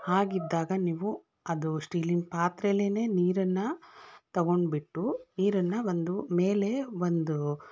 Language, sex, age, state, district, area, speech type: Kannada, female, 30-45, Karnataka, Davanagere, urban, spontaneous